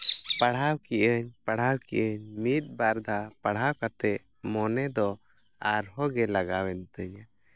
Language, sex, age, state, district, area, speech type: Santali, male, 30-45, Jharkhand, East Singhbhum, rural, spontaneous